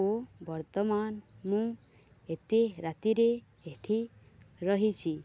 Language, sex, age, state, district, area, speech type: Odia, female, 18-30, Odisha, Balangir, urban, spontaneous